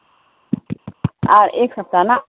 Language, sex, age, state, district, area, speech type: Hindi, female, 30-45, Bihar, Begusarai, rural, conversation